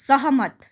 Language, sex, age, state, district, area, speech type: Nepali, female, 30-45, West Bengal, Kalimpong, rural, read